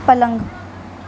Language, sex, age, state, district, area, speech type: Urdu, female, 18-30, Delhi, Central Delhi, urban, read